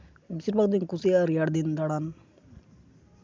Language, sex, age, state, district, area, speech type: Santali, male, 18-30, West Bengal, Uttar Dinajpur, rural, spontaneous